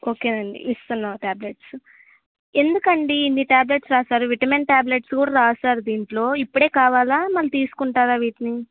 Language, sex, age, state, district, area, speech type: Telugu, female, 18-30, Andhra Pradesh, Annamaya, rural, conversation